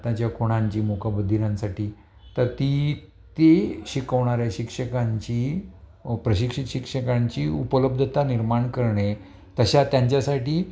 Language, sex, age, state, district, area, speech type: Marathi, male, 60+, Maharashtra, Palghar, urban, spontaneous